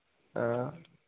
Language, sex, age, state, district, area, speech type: Manipuri, male, 30-45, Manipur, Thoubal, rural, conversation